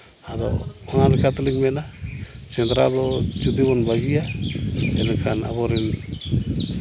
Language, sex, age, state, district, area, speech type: Santali, male, 30-45, Jharkhand, Seraikela Kharsawan, rural, spontaneous